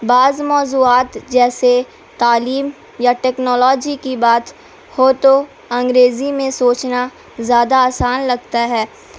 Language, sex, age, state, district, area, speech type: Urdu, female, 18-30, Bihar, Gaya, urban, spontaneous